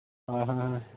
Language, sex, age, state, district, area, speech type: Assamese, male, 18-30, Assam, Lakhimpur, urban, conversation